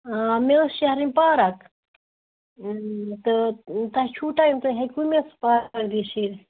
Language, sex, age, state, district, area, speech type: Kashmiri, female, 18-30, Jammu and Kashmir, Budgam, rural, conversation